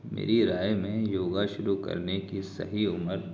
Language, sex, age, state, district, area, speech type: Urdu, male, 30-45, Delhi, South Delhi, rural, spontaneous